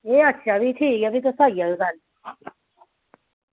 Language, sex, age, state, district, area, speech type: Dogri, female, 45-60, Jammu and Kashmir, Samba, rural, conversation